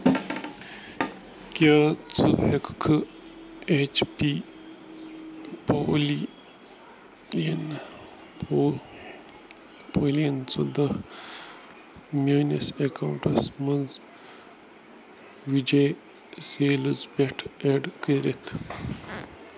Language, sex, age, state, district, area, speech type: Kashmiri, male, 30-45, Jammu and Kashmir, Bandipora, rural, read